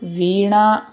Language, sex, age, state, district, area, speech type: Kannada, male, 18-30, Karnataka, Shimoga, rural, spontaneous